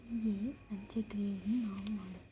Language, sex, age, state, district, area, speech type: Kannada, female, 45-60, Karnataka, Tumkur, rural, spontaneous